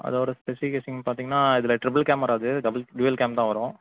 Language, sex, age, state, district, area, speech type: Tamil, male, 18-30, Tamil Nadu, Mayiladuthurai, rural, conversation